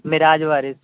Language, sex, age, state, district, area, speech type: Punjabi, male, 18-30, Punjab, Shaheed Bhagat Singh Nagar, urban, conversation